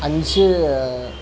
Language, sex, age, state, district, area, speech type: Malayalam, male, 18-30, Kerala, Alappuzha, rural, spontaneous